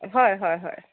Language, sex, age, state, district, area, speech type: Assamese, female, 30-45, Assam, Biswanath, rural, conversation